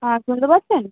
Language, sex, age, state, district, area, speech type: Bengali, female, 30-45, West Bengal, Kolkata, urban, conversation